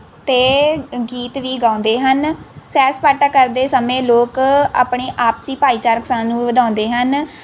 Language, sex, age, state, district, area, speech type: Punjabi, female, 18-30, Punjab, Rupnagar, rural, spontaneous